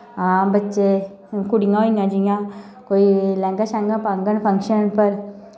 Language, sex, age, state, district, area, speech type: Dogri, female, 30-45, Jammu and Kashmir, Samba, rural, spontaneous